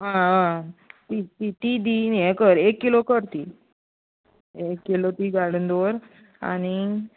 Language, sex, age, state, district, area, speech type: Goan Konkani, female, 18-30, Goa, Murmgao, urban, conversation